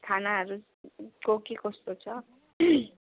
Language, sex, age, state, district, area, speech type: Nepali, female, 45-60, West Bengal, Kalimpong, rural, conversation